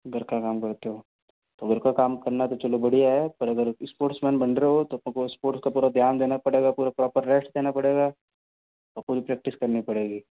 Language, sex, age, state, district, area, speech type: Hindi, male, 45-60, Rajasthan, Jodhpur, urban, conversation